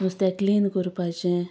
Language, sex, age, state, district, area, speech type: Goan Konkani, female, 30-45, Goa, Sanguem, rural, spontaneous